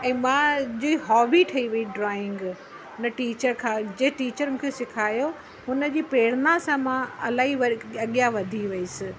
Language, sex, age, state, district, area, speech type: Sindhi, female, 45-60, Uttar Pradesh, Lucknow, rural, spontaneous